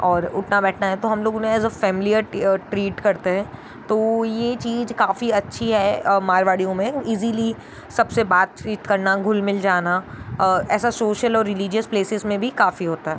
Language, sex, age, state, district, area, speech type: Hindi, female, 45-60, Rajasthan, Jodhpur, urban, spontaneous